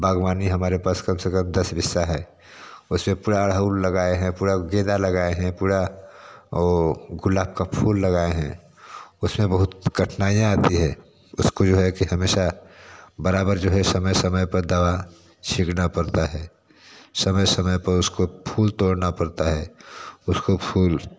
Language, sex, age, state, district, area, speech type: Hindi, male, 45-60, Uttar Pradesh, Varanasi, urban, spontaneous